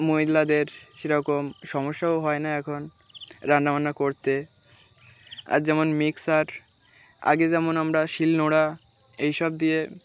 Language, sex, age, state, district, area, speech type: Bengali, male, 18-30, West Bengal, Birbhum, urban, spontaneous